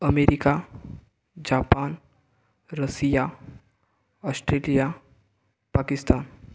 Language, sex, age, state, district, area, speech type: Marathi, male, 18-30, Maharashtra, Gondia, rural, spontaneous